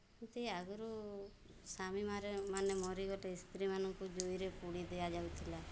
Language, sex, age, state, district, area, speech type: Odia, female, 45-60, Odisha, Mayurbhanj, rural, spontaneous